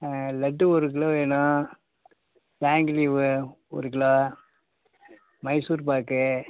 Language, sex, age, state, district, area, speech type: Tamil, male, 60+, Tamil Nadu, Thanjavur, rural, conversation